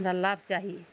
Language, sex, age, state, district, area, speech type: Maithili, female, 45-60, Bihar, Araria, rural, spontaneous